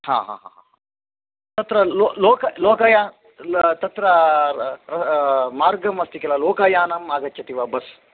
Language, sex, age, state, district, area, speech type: Sanskrit, male, 45-60, Karnataka, Shimoga, rural, conversation